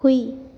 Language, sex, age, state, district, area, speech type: Manipuri, female, 18-30, Manipur, Imphal West, rural, read